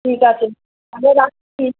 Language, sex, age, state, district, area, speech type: Bengali, female, 60+, West Bengal, Kolkata, urban, conversation